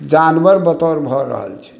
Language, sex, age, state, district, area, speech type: Maithili, male, 60+, Bihar, Sitamarhi, rural, spontaneous